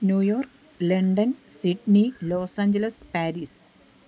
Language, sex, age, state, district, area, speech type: Malayalam, female, 45-60, Kerala, Pathanamthitta, rural, spontaneous